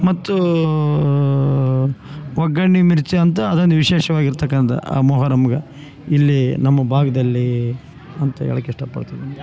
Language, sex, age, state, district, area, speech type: Kannada, male, 45-60, Karnataka, Bellary, rural, spontaneous